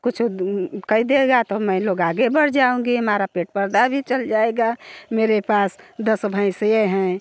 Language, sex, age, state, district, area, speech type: Hindi, female, 60+, Uttar Pradesh, Bhadohi, rural, spontaneous